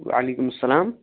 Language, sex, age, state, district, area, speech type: Kashmiri, male, 18-30, Jammu and Kashmir, Shopian, urban, conversation